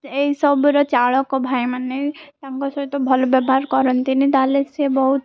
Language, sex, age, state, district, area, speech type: Odia, female, 18-30, Odisha, Koraput, urban, spontaneous